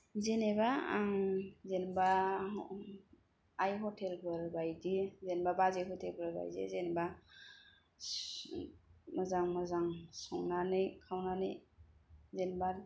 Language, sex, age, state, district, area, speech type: Bodo, female, 18-30, Assam, Kokrajhar, urban, spontaneous